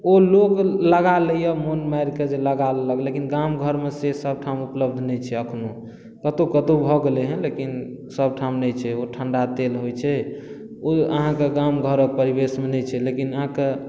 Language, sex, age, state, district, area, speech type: Maithili, male, 18-30, Bihar, Madhubani, rural, spontaneous